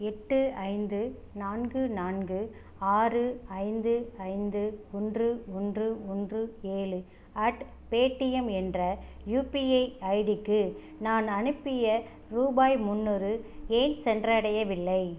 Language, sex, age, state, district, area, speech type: Tamil, female, 30-45, Tamil Nadu, Tiruchirappalli, rural, read